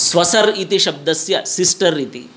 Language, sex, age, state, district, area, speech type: Sanskrit, male, 30-45, Telangana, Hyderabad, urban, spontaneous